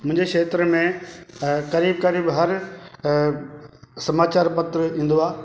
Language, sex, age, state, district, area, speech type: Sindhi, male, 45-60, Delhi, South Delhi, urban, spontaneous